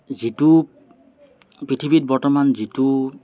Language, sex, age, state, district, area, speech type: Assamese, male, 30-45, Assam, Morigaon, rural, spontaneous